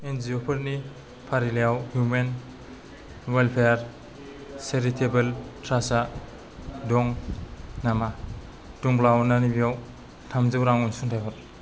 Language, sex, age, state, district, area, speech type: Bodo, male, 30-45, Assam, Kokrajhar, rural, read